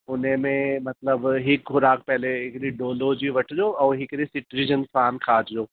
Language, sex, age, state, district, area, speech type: Sindhi, male, 30-45, Delhi, South Delhi, urban, conversation